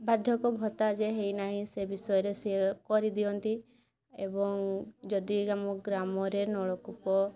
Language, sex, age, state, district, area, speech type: Odia, female, 18-30, Odisha, Mayurbhanj, rural, spontaneous